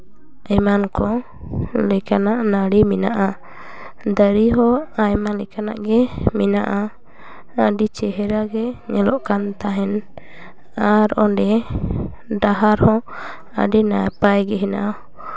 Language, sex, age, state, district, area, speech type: Santali, female, 18-30, West Bengal, Paschim Bardhaman, urban, spontaneous